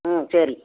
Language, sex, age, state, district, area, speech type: Tamil, female, 60+, Tamil Nadu, Tiruchirappalli, rural, conversation